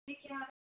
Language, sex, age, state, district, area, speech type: Hindi, female, 18-30, Rajasthan, Jaipur, urban, conversation